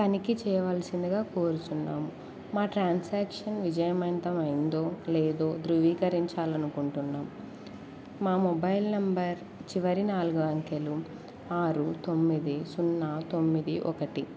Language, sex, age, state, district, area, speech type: Telugu, female, 18-30, Andhra Pradesh, Kurnool, rural, spontaneous